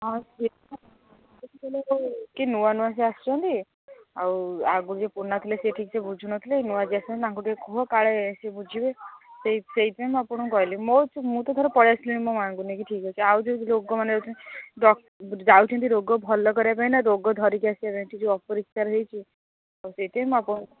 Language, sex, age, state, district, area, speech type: Odia, female, 60+, Odisha, Jharsuguda, rural, conversation